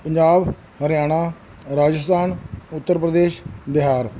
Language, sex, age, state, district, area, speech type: Punjabi, male, 60+, Punjab, Bathinda, urban, spontaneous